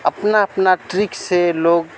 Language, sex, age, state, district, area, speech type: Hindi, male, 45-60, Bihar, Vaishali, urban, spontaneous